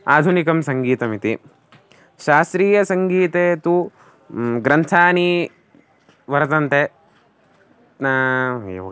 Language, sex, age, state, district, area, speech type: Sanskrit, male, 18-30, Karnataka, Davanagere, rural, spontaneous